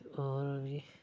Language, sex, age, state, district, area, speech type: Dogri, male, 30-45, Jammu and Kashmir, Udhampur, rural, spontaneous